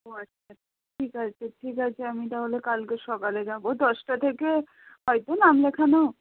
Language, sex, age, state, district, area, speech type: Bengali, female, 60+, West Bengal, Purba Bardhaman, urban, conversation